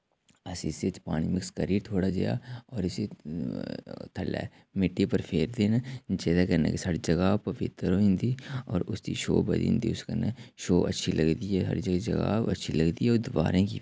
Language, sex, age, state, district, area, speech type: Dogri, male, 30-45, Jammu and Kashmir, Udhampur, rural, spontaneous